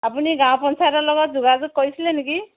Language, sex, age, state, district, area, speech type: Assamese, female, 45-60, Assam, Dibrugarh, rural, conversation